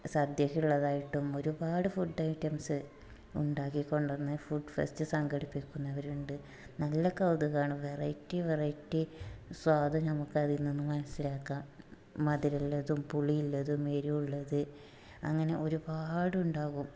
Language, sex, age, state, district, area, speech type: Malayalam, female, 18-30, Kerala, Malappuram, rural, spontaneous